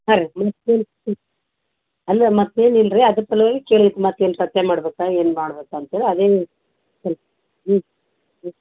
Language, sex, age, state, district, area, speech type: Kannada, female, 45-60, Karnataka, Gulbarga, urban, conversation